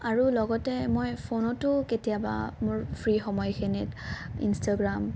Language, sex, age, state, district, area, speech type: Assamese, female, 18-30, Assam, Morigaon, rural, spontaneous